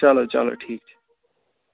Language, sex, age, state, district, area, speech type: Kashmiri, male, 18-30, Jammu and Kashmir, Budgam, rural, conversation